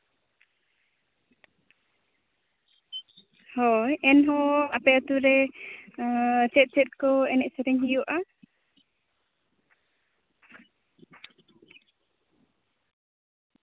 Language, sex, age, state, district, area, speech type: Santali, female, 18-30, Jharkhand, Seraikela Kharsawan, rural, conversation